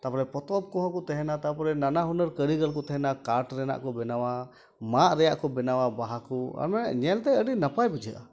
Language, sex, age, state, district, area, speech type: Santali, male, 30-45, West Bengal, Dakshin Dinajpur, rural, spontaneous